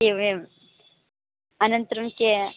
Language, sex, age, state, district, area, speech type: Sanskrit, female, 18-30, Karnataka, Bellary, urban, conversation